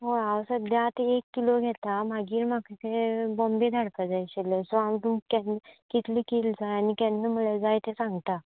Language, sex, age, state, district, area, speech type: Goan Konkani, female, 18-30, Goa, Canacona, rural, conversation